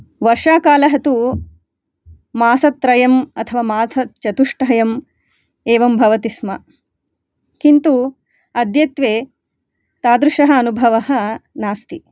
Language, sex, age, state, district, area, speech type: Sanskrit, female, 30-45, Karnataka, Shimoga, rural, spontaneous